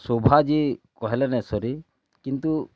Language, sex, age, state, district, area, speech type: Odia, male, 30-45, Odisha, Bargarh, rural, spontaneous